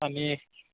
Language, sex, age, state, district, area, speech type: Assamese, male, 45-60, Assam, Charaideo, rural, conversation